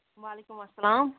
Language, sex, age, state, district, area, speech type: Kashmiri, female, 45-60, Jammu and Kashmir, Kulgam, rural, conversation